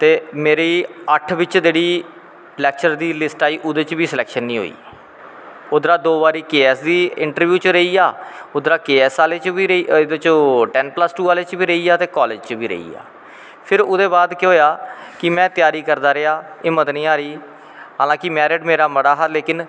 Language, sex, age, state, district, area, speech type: Dogri, male, 45-60, Jammu and Kashmir, Kathua, rural, spontaneous